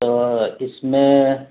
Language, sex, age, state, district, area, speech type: Urdu, male, 30-45, Delhi, New Delhi, urban, conversation